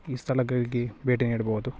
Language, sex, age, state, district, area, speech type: Kannada, male, 30-45, Karnataka, Dakshina Kannada, rural, spontaneous